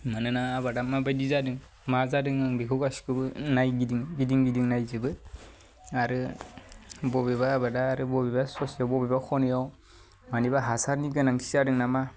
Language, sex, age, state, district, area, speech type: Bodo, male, 18-30, Assam, Baksa, rural, spontaneous